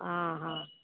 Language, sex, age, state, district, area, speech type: Goan Konkani, female, 45-60, Goa, Murmgao, rural, conversation